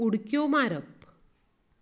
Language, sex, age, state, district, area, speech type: Goan Konkani, female, 30-45, Goa, Canacona, rural, read